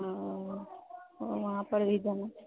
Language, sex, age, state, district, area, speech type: Maithili, female, 60+, Bihar, Purnia, rural, conversation